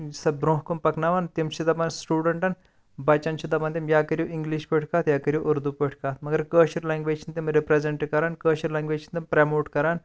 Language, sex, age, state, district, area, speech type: Kashmiri, male, 18-30, Jammu and Kashmir, Bandipora, rural, spontaneous